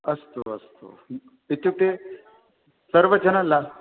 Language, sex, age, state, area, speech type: Sanskrit, male, 30-45, Rajasthan, urban, conversation